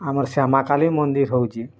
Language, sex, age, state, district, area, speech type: Odia, female, 30-45, Odisha, Bargarh, urban, spontaneous